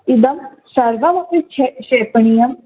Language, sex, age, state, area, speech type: Sanskrit, female, 18-30, Rajasthan, urban, conversation